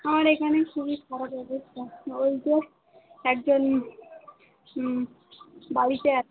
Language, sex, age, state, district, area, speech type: Bengali, female, 45-60, West Bengal, Darjeeling, urban, conversation